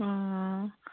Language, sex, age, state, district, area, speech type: Manipuri, female, 30-45, Manipur, Kangpokpi, urban, conversation